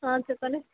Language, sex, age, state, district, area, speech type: Telugu, female, 18-30, Telangana, Vikarabad, rural, conversation